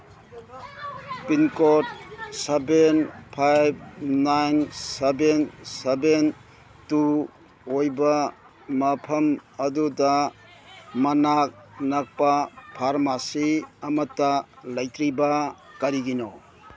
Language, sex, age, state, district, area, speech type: Manipuri, male, 60+, Manipur, Kangpokpi, urban, read